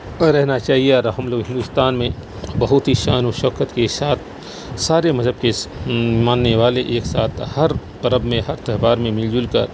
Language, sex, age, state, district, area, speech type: Urdu, male, 45-60, Bihar, Saharsa, rural, spontaneous